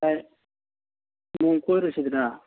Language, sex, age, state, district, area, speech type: Manipuri, male, 18-30, Manipur, Tengnoupal, rural, conversation